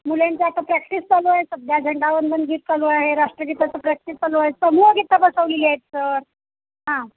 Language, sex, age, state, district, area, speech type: Marathi, female, 45-60, Maharashtra, Kolhapur, urban, conversation